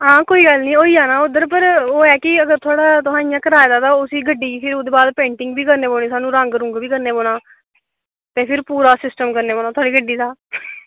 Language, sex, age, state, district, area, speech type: Dogri, female, 18-30, Jammu and Kashmir, Kathua, rural, conversation